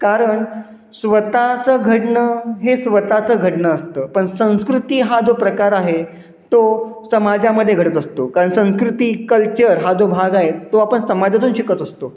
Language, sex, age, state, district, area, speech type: Marathi, male, 30-45, Maharashtra, Satara, urban, spontaneous